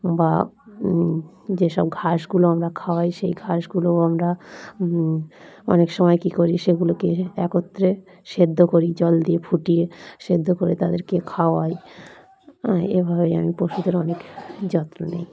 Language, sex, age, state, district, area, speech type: Bengali, female, 45-60, West Bengal, Dakshin Dinajpur, urban, spontaneous